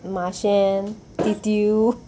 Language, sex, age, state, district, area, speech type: Goan Konkani, female, 30-45, Goa, Murmgao, rural, spontaneous